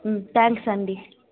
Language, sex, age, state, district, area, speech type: Telugu, female, 30-45, Andhra Pradesh, Chittoor, urban, conversation